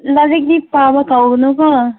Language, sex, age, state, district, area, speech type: Manipuri, female, 18-30, Manipur, Senapati, urban, conversation